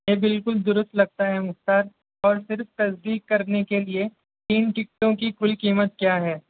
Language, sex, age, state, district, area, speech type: Urdu, male, 60+, Maharashtra, Nashik, urban, conversation